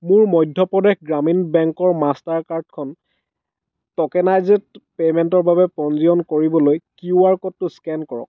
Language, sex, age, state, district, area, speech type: Assamese, male, 45-60, Assam, Dhemaji, rural, read